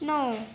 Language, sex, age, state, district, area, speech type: Hindi, female, 18-30, Madhya Pradesh, Chhindwara, urban, read